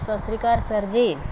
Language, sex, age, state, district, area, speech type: Punjabi, female, 30-45, Punjab, Pathankot, rural, spontaneous